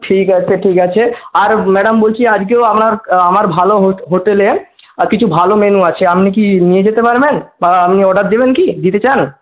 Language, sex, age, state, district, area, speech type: Bengali, male, 18-30, West Bengal, Jhargram, rural, conversation